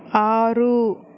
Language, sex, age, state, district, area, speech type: Telugu, female, 18-30, Andhra Pradesh, Vizianagaram, rural, read